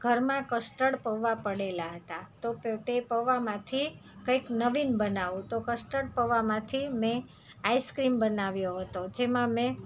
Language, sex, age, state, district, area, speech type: Gujarati, female, 30-45, Gujarat, Surat, rural, spontaneous